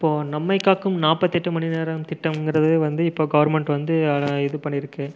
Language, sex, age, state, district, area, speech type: Tamil, male, 30-45, Tamil Nadu, Erode, rural, spontaneous